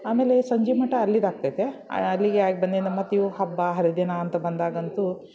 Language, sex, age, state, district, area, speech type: Kannada, female, 45-60, Karnataka, Dharwad, urban, spontaneous